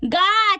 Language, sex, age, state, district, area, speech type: Bengali, female, 30-45, West Bengal, Nadia, rural, read